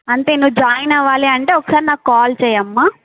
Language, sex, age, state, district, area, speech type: Telugu, female, 18-30, Andhra Pradesh, Sri Balaji, rural, conversation